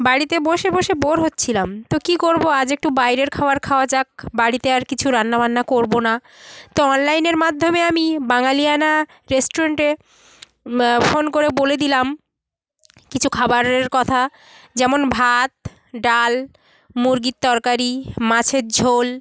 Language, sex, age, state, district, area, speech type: Bengali, female, 30-45, West Bengal, South 24 Parganas, rural, spontaneous